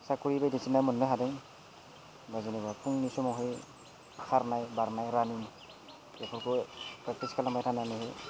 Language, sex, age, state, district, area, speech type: Bodo, male, 18-30, Assam, Udalguri, rural, spontaneous